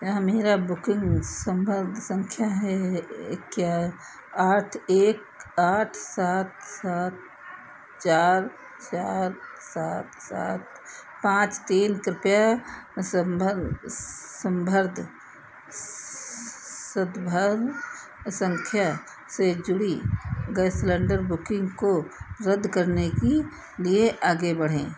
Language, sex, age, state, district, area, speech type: Hindi, female, 60+, Uttar Pradesh, Sitapur, rural, read